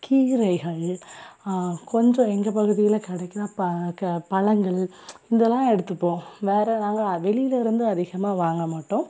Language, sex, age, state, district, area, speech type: Tamil, female, 18-30, Tamil Nadu, Thoothukudi, rural, spontaneous